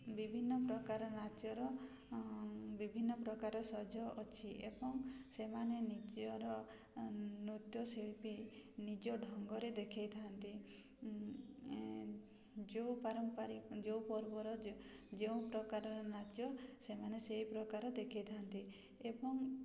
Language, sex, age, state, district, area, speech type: Odia, female, 30-45, Odisha, Mayurbhanj, rural, spontaneous